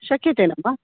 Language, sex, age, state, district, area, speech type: Sanskrit, female, 45-60, Karnataka, Dakshina Kannada, urban, conversation